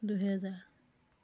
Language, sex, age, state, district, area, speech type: Assamese, female, 45-60, Assam, Dhemaji, rural, spontaneous